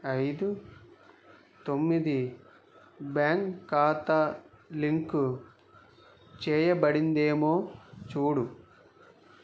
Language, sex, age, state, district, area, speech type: Telugu, male, 18-30, Andhra Pradesh, Kakinada, urban, read